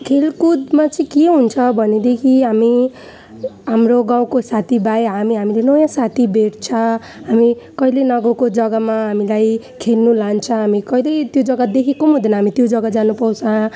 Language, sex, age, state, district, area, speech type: Nepali, female, 18-30, West Bengal, Alipurduar, urban, spontaneous